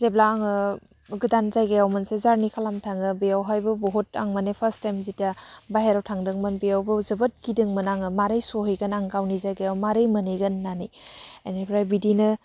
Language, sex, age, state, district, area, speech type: Bodo, female, 30-45, Assam, Udalguri, urban, spontaneous